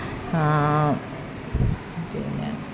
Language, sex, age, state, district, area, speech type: Malayalam, female, 30-45, Kerala, Kollam, rural, spontaneous